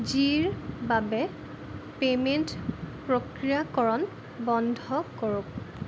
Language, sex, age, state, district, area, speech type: Assamese, female, 18-30, Assam, Jorhat, urban, read